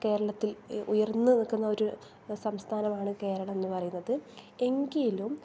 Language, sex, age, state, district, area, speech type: Malayalam, female, 18-30, Kerala, Thrissur, urban, spontaneous